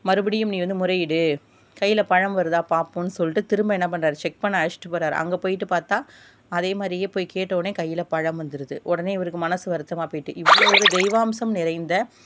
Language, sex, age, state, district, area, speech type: Tamil, female, 30-45, Tamil Nadu, Tiruvarur, rural, spontaneous